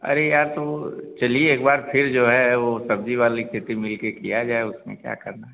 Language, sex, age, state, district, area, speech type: Hindi, male, 30-45, Uttar Pradesh, Azamgarh, rural, conversation